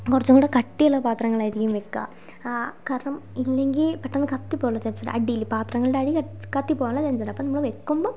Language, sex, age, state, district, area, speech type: Malayalam, female, 18-30, Kerala, Wayanad, rural, spontaneous